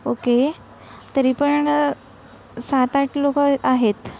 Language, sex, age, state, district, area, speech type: Marathi, female, 45-60, Maharashtra, Nagpur, urban, spontaneous